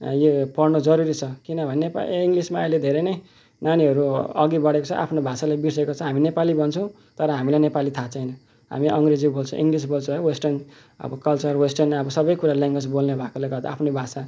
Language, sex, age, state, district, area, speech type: Nepali, male, 30-45, West Bengal, Kalimpong, rural, spontaneous